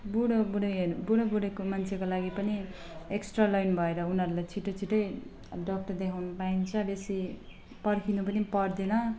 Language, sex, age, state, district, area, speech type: Nepali, female, 18-30, West Bengal, Alipurduar, urban, spontaneous